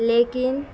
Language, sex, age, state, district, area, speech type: Urdu, female, 18-30, Bihar, Gaya, urban, spontaneous